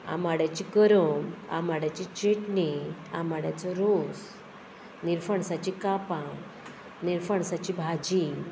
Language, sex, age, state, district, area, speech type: Goan Konkani, female, 45-60, Goa, Murmgao, rural, spontaneous